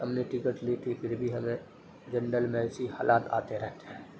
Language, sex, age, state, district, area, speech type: Urdu, male, 30-45, Uttar Pradesh, Gautam Buddha Nagar, urban, spontaneous